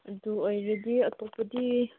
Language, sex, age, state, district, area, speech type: Manipuri, female, 30-45, Manipur, Senapati, urban, conversation